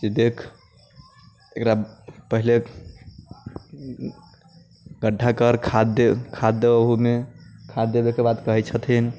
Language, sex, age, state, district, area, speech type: Maithili, male, 30-45, Bihar, Muzaffarpur, rural, spontaneous